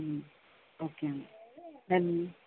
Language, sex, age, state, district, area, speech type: Telugu, female, 18-30, Telangana, Jayashankar, urban, conversation